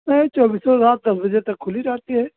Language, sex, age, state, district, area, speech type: Hindi, male, 60+, Uttar Pradesh, Ayodhya, rural, conversation